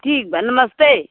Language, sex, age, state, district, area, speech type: Hindi, female, 60+, Uttar Pradesh, Jaunpur, urban, conversation